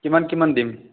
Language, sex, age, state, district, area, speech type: Assamese, male, 18-30, Assam, Nagaon, rural, conversation